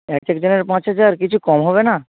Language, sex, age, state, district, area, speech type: Bengali, male, 60+, West Bengal, Purba Medinipur, rural, conversation